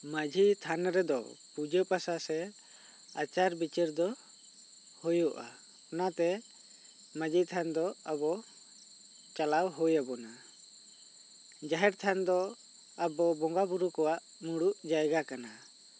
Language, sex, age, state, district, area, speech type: Santali, male, 18-30, West Bengal, Bankura, rural, spontaneous